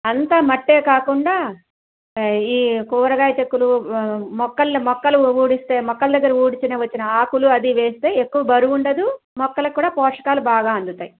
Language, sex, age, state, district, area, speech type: Telugu, female, 60+, Andhra Pradesh, Krishna, rural, conversation